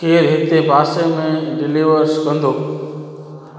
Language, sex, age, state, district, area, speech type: Sindhi, male, 45-60, Gujarat, Junagadh, urban, read